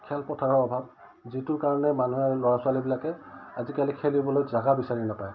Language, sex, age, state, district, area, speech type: Assamese, male, 45-60, Assam, Udalguri, rural, spontaneous